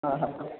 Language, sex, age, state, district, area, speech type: Marathi, male, 18-30, Maharashtra, Kolhapur, urban, conversation